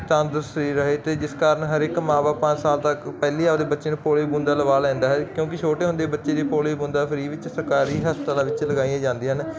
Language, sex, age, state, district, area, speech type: Punjabi, male, 45-60, Punjab, Barnala, rural, spontaneous